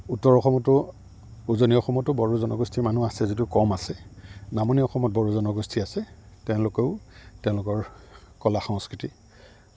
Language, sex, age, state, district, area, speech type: Assamese, male, 45-60, Assam, Goalpara, urban, spontaneous